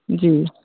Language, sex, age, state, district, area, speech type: Hindi, female, 60+, Uttar Pradesh, Ghazipur, urban, conversation